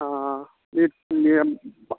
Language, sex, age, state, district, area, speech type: Telugu, male, 30-45, Andhra Pradesh, Vizianagaram, rural, conversation